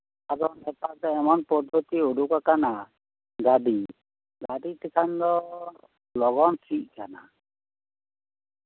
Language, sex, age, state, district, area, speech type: Santali, male, 60+, West Bengal, Bankura, rural, conversation